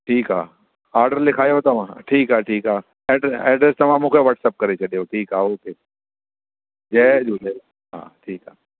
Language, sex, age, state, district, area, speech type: Sindhi, male, 45-60, Delhi, South Delhi, urban, conversation